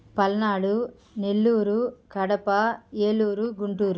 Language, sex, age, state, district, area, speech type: Telugu, female, 30-45, Andhra Pradesh, Sri Balaji, rural, spontaneous